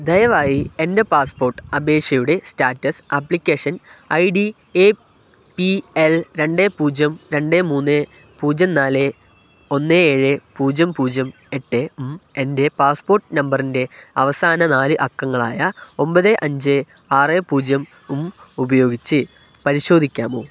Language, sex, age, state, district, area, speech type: Malayalam, male, 18-30, Kerala, Wayanad, rural, read